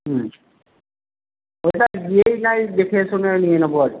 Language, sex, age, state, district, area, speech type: Bengali, male, 60+, West Bengal, Jhargram, rural, conversation